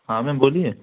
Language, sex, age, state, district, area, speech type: Hindi, male, 18-30, Madhya Pradesh, Gwalior, urban, conversation